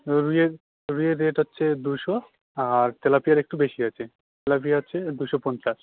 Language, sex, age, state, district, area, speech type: Bengali, male, 18-30, West Bengal, Jalpaiguri, rural, conversation